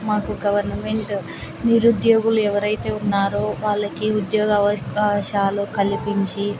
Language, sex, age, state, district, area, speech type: Telugu, female, 18-30, Andhra Pradesh, Nandyal, rural, spontaneous